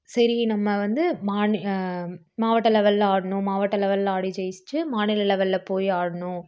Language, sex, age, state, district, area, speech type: Tamil, female, 18-30, Tamil Nadu, Coimbatore, rural, spontaneous